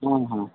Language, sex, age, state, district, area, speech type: Odia, female, 45-60, Odisha, Koraput, urban, conversation